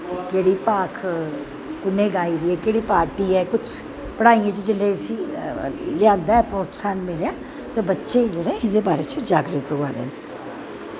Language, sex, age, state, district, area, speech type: Dogri, female, 45-60, Jammu and Kashmir, Udhampur, urban, spontaneous